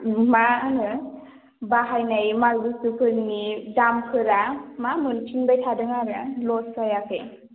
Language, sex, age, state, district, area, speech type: Bodo, female, 18-30, Assam, Baksa, rural, conversation